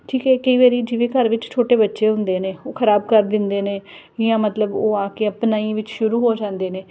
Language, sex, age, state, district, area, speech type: Punjabi, female, 30-45, Punjab, Ludhiana, urban, spontaneous